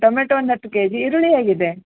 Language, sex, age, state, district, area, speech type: Kannada, female, 30-45, Karnataka, Uttara Kannada, rural, conversation